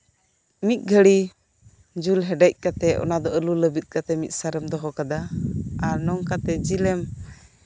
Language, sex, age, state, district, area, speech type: Santali, female, 18-30, West Bengal, Birbhum, rural, spontaneous